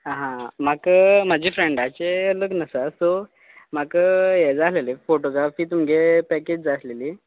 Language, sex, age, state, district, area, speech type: Goan Konkani, male, 18-30, Goa, Quepem, rural, conversation